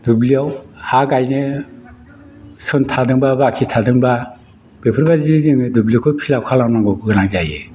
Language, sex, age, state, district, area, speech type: Bodo, male, 60+, Assam, Udalguri, rural, spontaneous